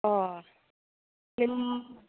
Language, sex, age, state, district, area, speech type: Bodo, female, 45-60, Assam, Chirang, rural, conversation